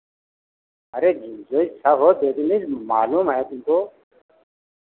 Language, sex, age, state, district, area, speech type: Hindi, male, 60+, Uttar Pradesh, Lucknow, urban, conversation